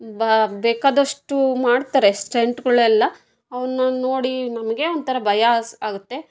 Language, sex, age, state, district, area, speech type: Kannada, female, 60+, Karnataka, Chitradurga, rural, spontaneous